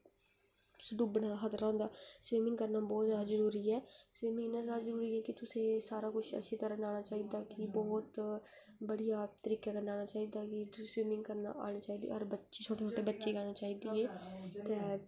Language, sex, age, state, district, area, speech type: Dogri, female, 18-30, Jammu and Kashmir, Kathua, urban, spontaneous